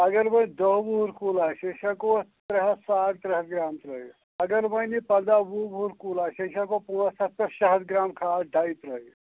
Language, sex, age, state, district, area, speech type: Kashmiri, male, 45-60, Jammu and Kashmir, Anantnag, rural, conversation